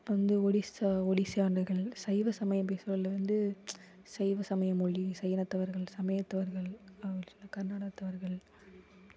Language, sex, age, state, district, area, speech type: Tamil, female, 18-30, Tamil Nadu, Sivaganga, rural, spontaneous